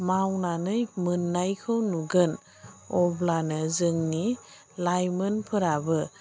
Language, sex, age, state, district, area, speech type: Bodo, female, 45-60, Assam, Chirang, rural, spontaneous